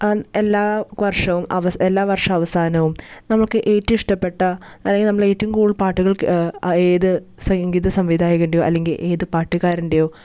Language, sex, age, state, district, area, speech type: Malayalam, female, 18-30, Kerala, Thrissur, rural, spontaneous